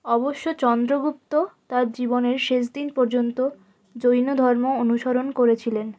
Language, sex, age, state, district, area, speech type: Bengali, female, 60+, West Bengal, Purulia, urban, read